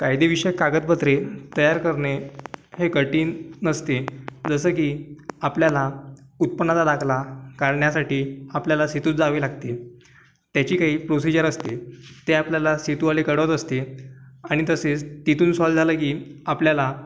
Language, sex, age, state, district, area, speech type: Marathi, male, 45-60, Maharashtra, Yavatmal, rural, spontaneous